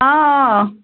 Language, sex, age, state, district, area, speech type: Kashmiri, female, 18-30, Jammu and Kashmir, Pulwama, rural, conversation